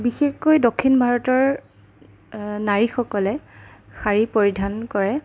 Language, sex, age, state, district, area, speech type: Assamese, female, 30-45, Assam, Darrang, rural, spontaneous